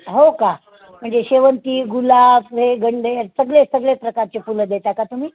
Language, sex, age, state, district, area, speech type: Marathi, female, 60+, Maharashtra, Nanded, rural, conversation